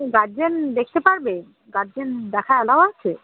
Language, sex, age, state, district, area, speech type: Bengali, female, 18-30, West Bengal, Cooch Behar, urban, conversation